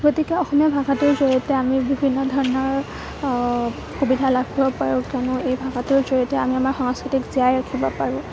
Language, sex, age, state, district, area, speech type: Assamese, female, 18-30, Assam, Kamrup Metropolitan, rural, spontaneous